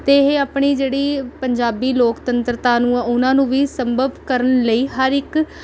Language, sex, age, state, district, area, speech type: Punjabi, female, 18-30, Punjab, Rupnagar, rural, spontaneous